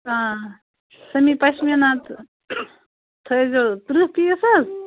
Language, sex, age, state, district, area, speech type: Kashmiri, female, 18-30, Jammu and Kashmir, Bandipora, rural, conversation